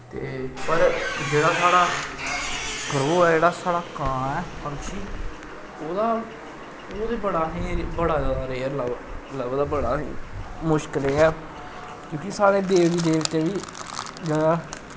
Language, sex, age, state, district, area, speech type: Dogri, male, 18-30, Jammu and Kashmir, Jammu, rural, spontaneous